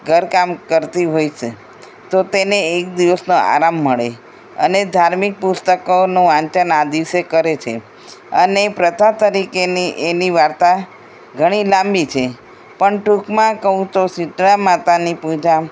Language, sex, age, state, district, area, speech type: Gujarati, female, 60+, Gujarat, Kheda, rural, spontaneous